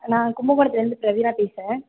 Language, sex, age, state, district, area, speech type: Tamil, female, 18-30, Tamil Nadu, Thanjavur, urban, conversation